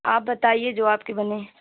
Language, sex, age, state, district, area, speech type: Urdu, female, 30-45, Uttar Pradesh, Lucknow, rural, conversation